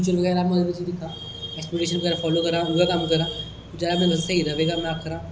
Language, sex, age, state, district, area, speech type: Dogri, male, 30-45, Jammu and Kashmir, Kathua, rural, spontaneous